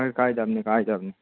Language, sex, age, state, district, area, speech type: Manipuri, male, 18-30, Manipur, Chandel, rural, conversation